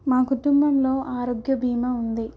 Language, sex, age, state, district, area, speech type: Telugu, female, 18-30, Telangana, Ranga Reddy, rural, spontaneous